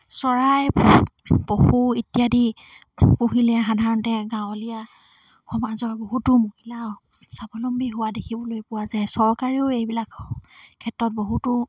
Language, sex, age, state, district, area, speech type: Assamese, female, 18-30, Assam, Dibrugarh, rural, spontaneous